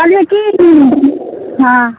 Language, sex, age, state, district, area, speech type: Maithili, female, 60+, Bihar, Saharsa, rural, conversation